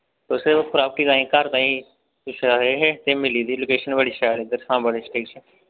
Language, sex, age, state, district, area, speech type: Dogri, male, 18-30, Jammu and Kashmir, Samba, rural, conversation